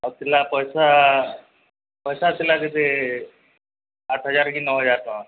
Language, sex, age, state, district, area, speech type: Odia, male, 45-60, Odisha, Nuapada, urban, conversation